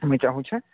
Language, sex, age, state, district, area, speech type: Odia, male, 30-45, Odisha, Bargarh, urban, conversation